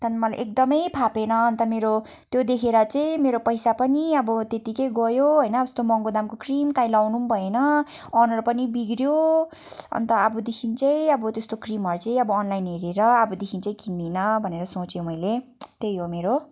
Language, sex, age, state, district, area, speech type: Nepali, female, 18-30, West Bengal, Darjeeling, rural, spontaneous